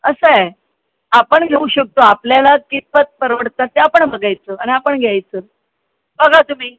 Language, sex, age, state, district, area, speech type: Marathi, female, 60+, Maharashtra, Mumbai Suburban, urban, conversation